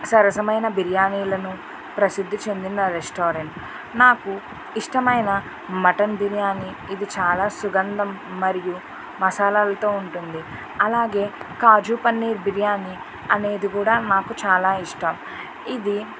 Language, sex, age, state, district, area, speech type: Telugu, female, 30-45, Andhra Pradesh, Eluru, rural, spontaneous